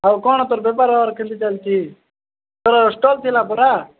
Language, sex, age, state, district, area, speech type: Odia, male, 45-60, Odisha, Nabarangpur, rural, conversation